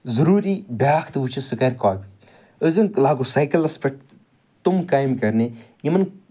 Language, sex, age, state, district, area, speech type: Kashmiri, male, 45-60, Jammu and Kashmir, Ganderbal, urban, spontaneous